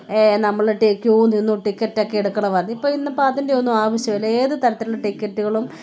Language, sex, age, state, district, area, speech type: Malayalam, female, 45-60, Kerala, Kottayam, rural, spontaneous